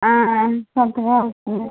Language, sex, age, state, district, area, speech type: Telugu, female, 45-60, Andhra Pradesh, West Godavari, rural, conversation